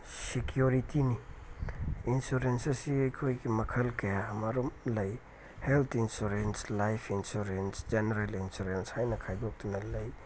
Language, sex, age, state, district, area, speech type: Manipuri, male, 30-45, Manipur, Tengnoupal, rural, spontaneous